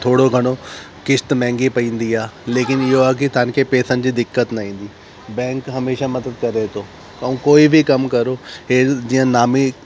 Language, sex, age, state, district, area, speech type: Sindhi, male, 30-45, Delhi, South Delhi, urban, spontaneous